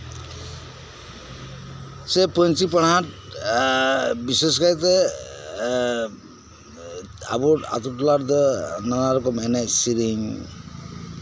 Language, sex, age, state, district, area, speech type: Santali, male, 45-60, West Bengal, Birbhum, rural, spontaneous